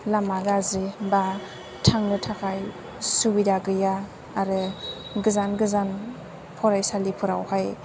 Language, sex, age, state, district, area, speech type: Bodo, female, 18-30, Assam, Chirang, rural, spontaneous